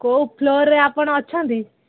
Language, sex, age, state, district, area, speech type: Odia, female, 30-45, Odisha, Sambalpur, rural, conversation